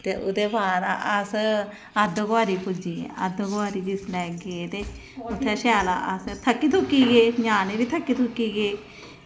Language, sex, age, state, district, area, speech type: Dogri, female, 45-60, Jammu and Kashmir, Samba, rural, spontaneous